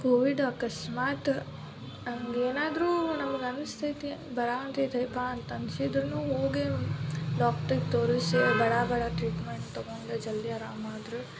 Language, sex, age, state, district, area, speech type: Kannada, female, 18-30, Karnataka, Dharwad, urban, spontaneous